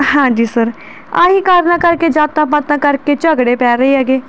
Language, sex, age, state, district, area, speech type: Punjabi, female, 18-30, Punjab, Barnala, urban, spontaneous